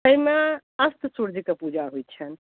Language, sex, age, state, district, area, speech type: Maithili, other, 60+, Bihar, Madhubani, urban, conversation